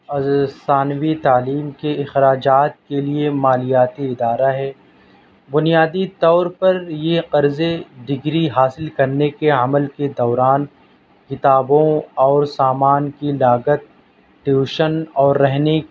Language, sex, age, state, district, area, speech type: Urdu, male, 30-45, Delhi, South Delhi, rural, spontaneous